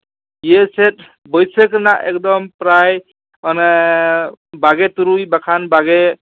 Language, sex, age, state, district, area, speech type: Santali, male, 30-45, West Bengal, Jhargram, rural, conversation